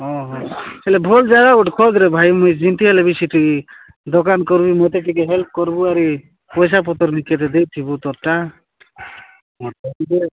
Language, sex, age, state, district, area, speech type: Odia, male, 45-60, Odisha, Nabarangpur, rural, conversation